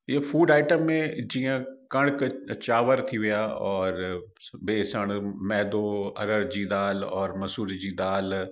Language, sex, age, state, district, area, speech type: Sindhi, male, 45-60, Uttar Pradesh, Lucknow, urban, spontaneous